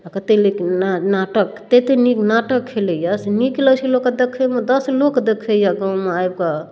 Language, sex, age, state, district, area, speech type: Maithili, female, 30-45, Bihar, Darbhanga, rural, spontaneous